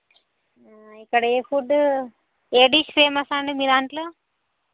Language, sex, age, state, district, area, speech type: Telugu, female, 30-45, Telangana, Hanamkonda, rural, conversation